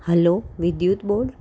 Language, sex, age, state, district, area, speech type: Gujarati, female, 30-45, Gujarat, Kheda, urban, spontaneous